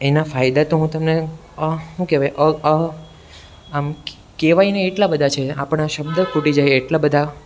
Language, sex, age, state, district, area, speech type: Gujarati, male, 18-30, Gujarat, Surat, urban, spontaneous